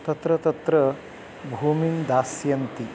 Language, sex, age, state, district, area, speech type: Sanskrit, male, 60+, Karnataka, Uttara Kannada, urban, spontaneous